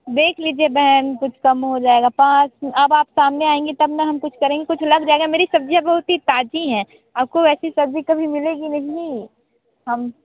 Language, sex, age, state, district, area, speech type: Hindi, female, 30-45, Uttar Pradesh, Sonbhadra, rural, conversation